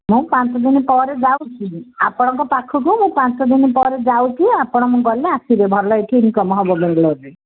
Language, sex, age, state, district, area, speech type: Odia, female, 60+, Odisha, Gajapati, rural, conversation